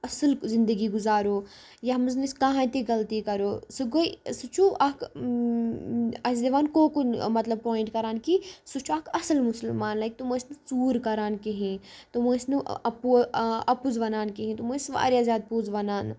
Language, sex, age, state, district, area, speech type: Kashmiri, female, 18-30, Jammu and Kashmir, Kupwara, rural, spontaneous